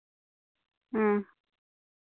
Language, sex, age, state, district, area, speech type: Santali, female, 45-60, Jharkhand, Pakur, rural, conversation